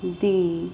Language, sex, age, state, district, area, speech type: Punjabi, female, 18-30, Punjab, Fazilka, rural, read